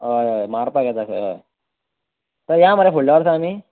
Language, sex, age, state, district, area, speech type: Goan Konkani, male, 18-30, Goa, Bardez, urban, conversation